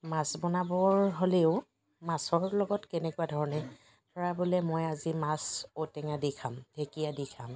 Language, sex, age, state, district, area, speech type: Assamese, female, 60+, Assam, Dibrugarh, rural, spontaneous